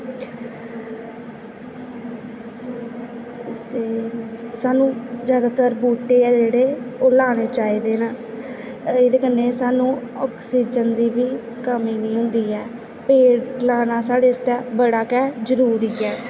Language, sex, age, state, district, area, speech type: Dogri, female, 18-30, Jammu and Kashmir, Kathua, rural, spontaneous